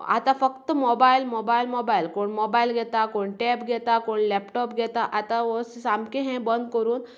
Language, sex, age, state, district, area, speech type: Goan Konkani, female, 30-45, Goa, Canacona, rural, spontaneous